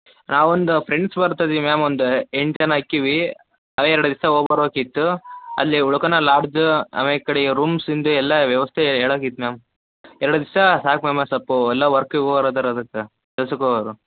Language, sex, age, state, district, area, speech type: Kannada, male, 18-30, Karnataka, Davanagere, rural, conversation